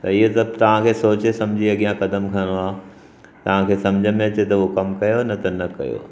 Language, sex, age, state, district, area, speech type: Sindhi, male, 60+, Maharashtra, Mumbai Suburban, urban, spontaneous